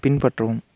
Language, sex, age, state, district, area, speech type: Tamil, male, 18-30, Tamil Nadu, Coimbatore, urban, read